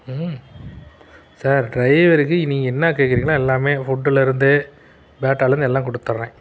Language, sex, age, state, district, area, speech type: Tamil, male, 30-45, Tamil Nadu, Salem, urban, spontaneous